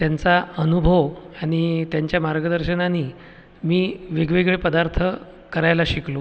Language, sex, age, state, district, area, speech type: Marathi, male, 45-60, Maharashtra, Buldhana, urban, spontaneous